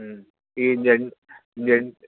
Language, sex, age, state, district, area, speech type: Malayalam, female, 60+, Kerala, Kozhikode, urban, conversation